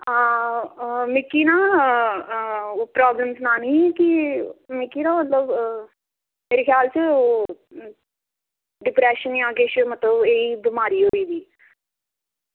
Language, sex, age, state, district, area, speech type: Dogri, female, 45-60, Jammu and Kashmir, Udhampur, urban, conversation